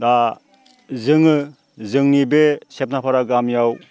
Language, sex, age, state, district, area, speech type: Bodo, male, 45-60, Assam, Baksa, rural, spontaneous